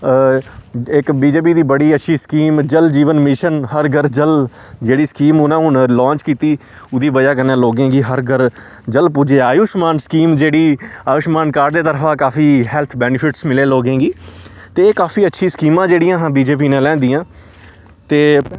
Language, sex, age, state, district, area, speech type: Dogri, male, 18-30, Jammu and Kashmir, Samba, rural, spontaneous